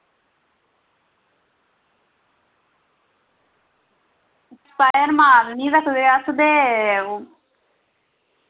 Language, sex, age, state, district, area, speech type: Dogri, female, 30-45, Jammu and Kashmir, Reasi, rural, conversation